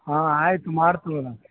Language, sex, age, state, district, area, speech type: Kannada, male, 45-60, Karnataka, Bellary, rural, conversation